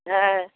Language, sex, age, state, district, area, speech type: Bengali, female, 45-60, West Bengal, Hooghly, rural, conversation